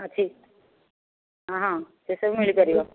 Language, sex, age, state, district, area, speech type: Odia, female, 60+, Odisha, Jharsuguda, rural, conversation